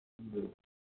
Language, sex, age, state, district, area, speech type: Manipuri, male, 30-45, Manipur, Thoubal, rural, conversation